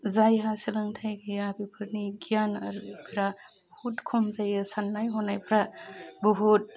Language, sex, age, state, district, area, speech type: Bodo, female, 30-45, Assam, Udalguri, urban, spontaneous